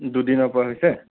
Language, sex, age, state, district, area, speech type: Assamese, male, 30-45, Assam, Sonitpur, rural, conversation